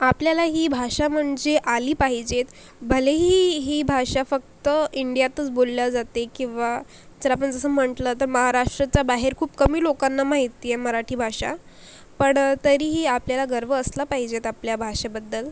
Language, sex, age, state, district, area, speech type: Marathi, female, 18-30, Maharashtra, Akola, rural, spontaneous